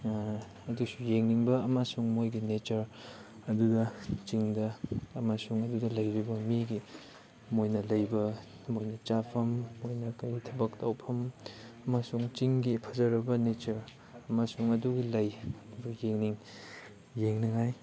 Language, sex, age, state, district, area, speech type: Manipuri, male, 18-30, Manipur, Chandel, rural, spontaneous